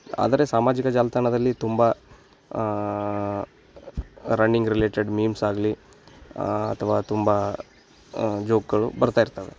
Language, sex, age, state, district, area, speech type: Kannada, male, 18-30, Karnataka, Bagalkot, rural, spontaneous